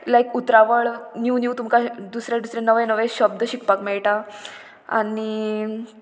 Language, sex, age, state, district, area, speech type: Goan Konkani, female, 18-30, Goa, Murmgao, urban, spontaneous